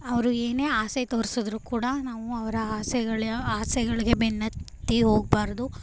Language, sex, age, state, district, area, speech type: Kannada, female, 18-30, Karnataka, Chamarajanagar, urban, spontaneous